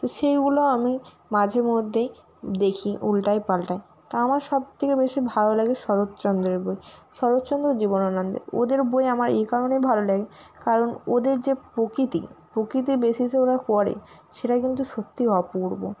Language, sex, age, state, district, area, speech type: Bengali, female, 30-45, West Bengal, Nadia, urban, spontaneous